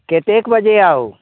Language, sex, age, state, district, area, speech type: Maithili, male, 60+, Bihar, Sitamarhi, rural, conversation